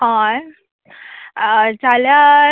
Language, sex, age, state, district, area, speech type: Goan Konkani, female, 18-30, Goa, Tiswadi, rural, conversation